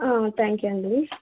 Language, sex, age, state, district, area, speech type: Telugu, female, 18-30, Andhra Pradesh, Nellore, urban, conversation